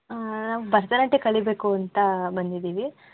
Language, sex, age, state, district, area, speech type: Kannada, female, 18-30, Karnataka, Shimoga, rural, conversation